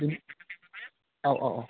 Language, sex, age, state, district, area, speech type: Bodo, male, 18-30, Assam, Udalguri, rural, conversation